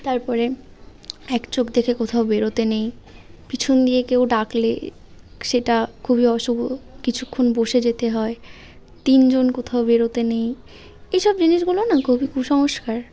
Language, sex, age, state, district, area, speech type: Bengali, female, 18-30, West Bengal, Birbhum, urban, spontaneous